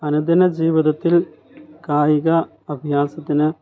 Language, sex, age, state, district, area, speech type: Malayalam, male, 30-45, Kerala, Thiruvananthapuram, rural, spontaneous